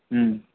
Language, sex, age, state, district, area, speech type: Kannada, male, 18-30, Karnataka, Bellary, rural, conversation